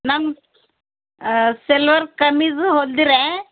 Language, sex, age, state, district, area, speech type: Kannada, female, 45-60, Karnataka, Bidar, urban, conversation